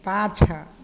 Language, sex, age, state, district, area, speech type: Maithili, female, 60+, Bihar, Begusarai, rural, read